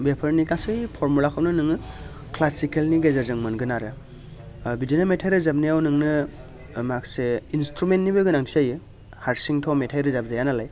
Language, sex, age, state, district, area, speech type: Bodo, male, 30-45, Assam, Baksa, urban, spontaneous